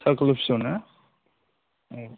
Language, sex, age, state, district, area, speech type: Bodo, male, 18-30, Assam, Udalguri, urban, conversation